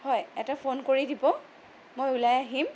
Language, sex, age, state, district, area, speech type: Assamese, female, 18-30, Assam, Sonitpur, urban, spontaneous